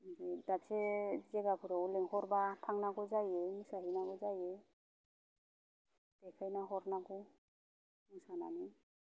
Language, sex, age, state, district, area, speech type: Bodo, female, 45-60, Assam, Kokrajhar, rural, spontaneous